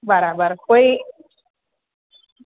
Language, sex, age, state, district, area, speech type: Gujarati, female, 45-60, Gujarat, Surat, urban, conversation